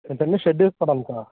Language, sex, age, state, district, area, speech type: Telugu, male, 30-45, Andhra Pradesh, Alluri Sitarama Raju, rural, conversation